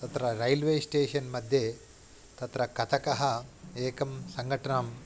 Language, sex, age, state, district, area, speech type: Sanskrit, male, 45-60, Telangana, Karimnagar, urban, spontaneous